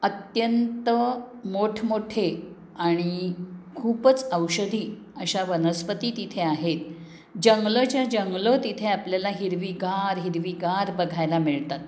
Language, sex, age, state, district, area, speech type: Marathi, female, 60+, Maharashtra, Pune, urban, spontaneous